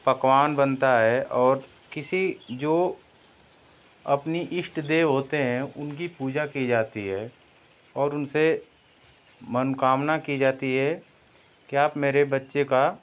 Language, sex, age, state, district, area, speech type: Hindi, male, 30-45, Uttar Pradesh, Ghazipur, urban, spontaneous